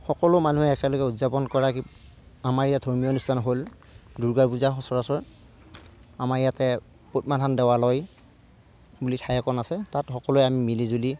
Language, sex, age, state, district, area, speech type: Assamese, male, 30-45, Assam, Darrang, rural, spontaneous